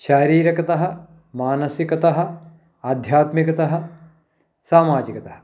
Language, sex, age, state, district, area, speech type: Sanskrit, male, 60+, Telangana, Karimnagar, urban, spontaneous